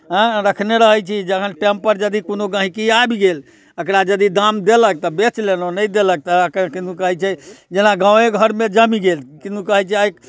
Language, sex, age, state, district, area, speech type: Maithili, male, 60+, Bihar, Muzaffarpur, urban, spontaneous